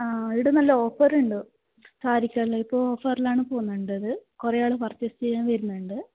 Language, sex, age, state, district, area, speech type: Malayalam, female, 18-30, Kerala, Kasaragod, rural, conversation